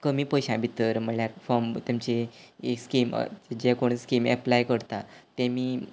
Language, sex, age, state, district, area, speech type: Goan Konkani, male, 18-30, Goa, Quepem, rural, spontaneous